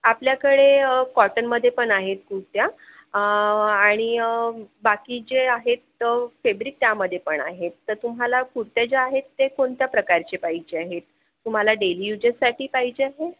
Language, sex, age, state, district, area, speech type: Marathi, female, 30-45, Maharashtra, Akola, urban, conversation